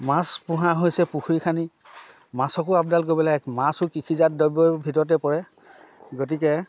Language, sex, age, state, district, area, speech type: Assamese, male, 60+, Assam, Dhemaji, rural, spontaneous